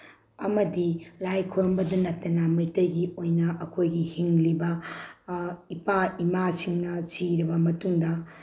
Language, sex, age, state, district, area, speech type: Manipuri, female, 45-60, Manipur, Bishnupur, rural, spontaneous